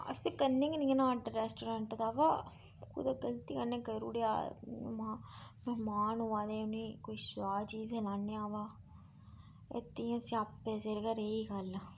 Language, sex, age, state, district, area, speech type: Dogri, female, 30-45, Jammu and Kashmir, Udhampur, rural, spontaneous